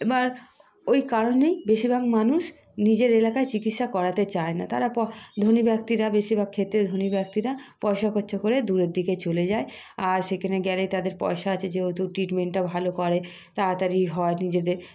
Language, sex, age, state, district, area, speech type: Bengali, female, 30-45, West Bengal, South 24 Parganas, rural, spontaneous